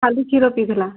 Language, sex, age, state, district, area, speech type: Odia, female, 18-30, Odisha, Kandhamal, rural, conversation